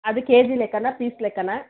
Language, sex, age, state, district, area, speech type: Kannada, female, 45-60, Karnataka, Mandya, rural, conversation